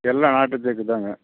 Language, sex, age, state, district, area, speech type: Tamil, male, 60+, Tamil Nadu, Kallakurichi, rural, conversation